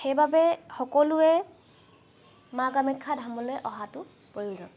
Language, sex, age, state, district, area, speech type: Assamese, female, 18-30, Assam, Charaideo, urban, spontaneous